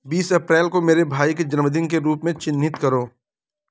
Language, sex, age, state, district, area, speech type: Hindi, male, 45-60, Uttar Pradesh, Bhadohi, urban, read